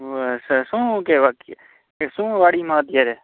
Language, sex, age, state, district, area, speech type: Gujarati, male, 45-60, Gujarat, Morbi, rural, conversation